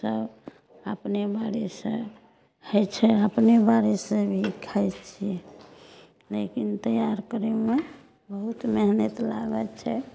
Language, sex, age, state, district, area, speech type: Maithili, female, 60+, Bihar, Madhepura, rural, spontaneous